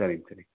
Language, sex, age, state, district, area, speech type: Tamil, male, 60+, Tamil Nadu, Sivaganga, urban, conversation